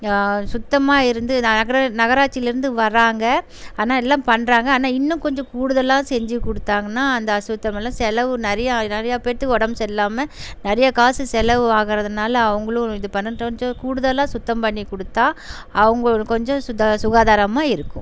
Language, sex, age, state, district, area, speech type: Tamil, female, 30-45, Tamil Nadu, Erode, rural, spontaneous